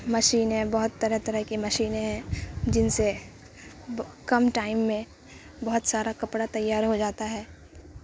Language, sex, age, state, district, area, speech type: Urdu, female, 18-30, Bihar, Supaul, rural, spontaneous